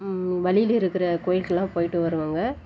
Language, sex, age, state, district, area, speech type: Tamil, female, 30-45, Tamil Nadu, Dharmapuri, urban, spontaneous